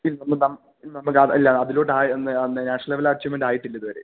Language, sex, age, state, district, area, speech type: Malayalam, male, 18-30, Kerala, Idukki, rural, conversation